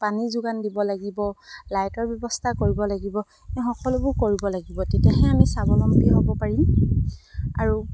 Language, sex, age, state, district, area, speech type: Assamese, female, 45-60, Assam, Dibrugarh, rural, spontaneous